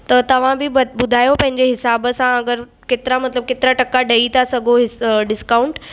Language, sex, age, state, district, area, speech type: Sindhi, female, 18-30, Maharashtra, Mumbai Suburban, urban, spontaneous